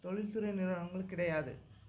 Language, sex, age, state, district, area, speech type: Tamil, male, 30-45, Tamil Nadu, Mayiladuthurai, rural, spontaneous